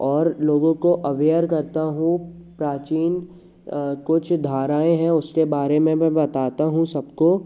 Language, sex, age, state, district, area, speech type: Hindi, male, 30-45, Madhya Pradesh, Jabalpur, urban, spontaneous